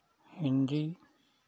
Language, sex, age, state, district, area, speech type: Hindi, male, 60+, Uttar Pradesh, Chandauli, rural, spontaneous